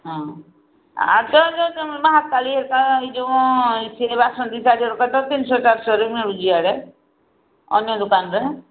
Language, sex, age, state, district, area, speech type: Odia, female, 60+, Odisha, Angul, rural, conversation